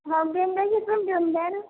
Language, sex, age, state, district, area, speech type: Marathi, female, 18-30, Maharashtra, Nagpur, urban, conversation